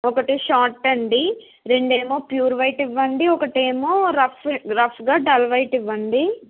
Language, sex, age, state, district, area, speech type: Telugu, female, 60+, Andhra Pradesh, Eluru, urban, conversation